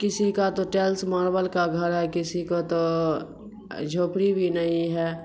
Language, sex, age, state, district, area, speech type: Urdu, female, 45-60, Bihar, Khagaria, rural, spontaneous